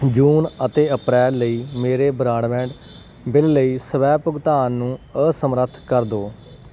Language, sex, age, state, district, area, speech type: Punjabi, male, 30-45, Punjab, Kapurthala, urban, read